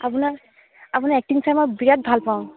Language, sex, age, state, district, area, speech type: Assamese, female, 45-60, Assam, Biswanath, rural, conversation